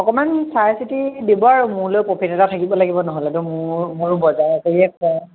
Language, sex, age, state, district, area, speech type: Assamese, male, 18-30, Assam, Lakhimpur, rural, conversation